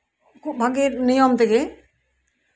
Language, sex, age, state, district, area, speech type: Santali, female, 60+, West Bengal, Birbhum, rural, spontaneous